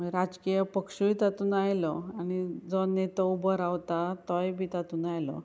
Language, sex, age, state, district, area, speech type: Goan Konkani, female, 45-60, Goa, Ponda, rural, spontaneous